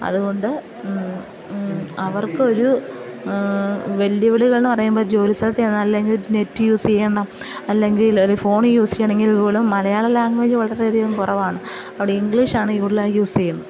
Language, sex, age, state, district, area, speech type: Malayalam, female, 30-45, Kerala, Pathanamthitta, rural, spontaneous